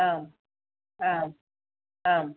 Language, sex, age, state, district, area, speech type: Malayalam, female, 30-45, Kerala, Idukki, rural, conversation